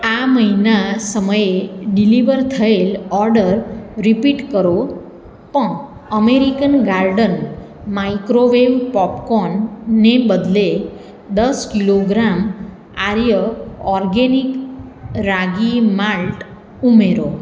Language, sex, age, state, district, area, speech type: Gujarati, female, 45-60, Gujarat, Surat, urban, read